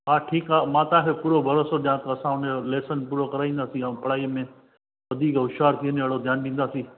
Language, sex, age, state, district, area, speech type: Sindhi, male, 45-60, Gujarat, Junagadh, rural, conversation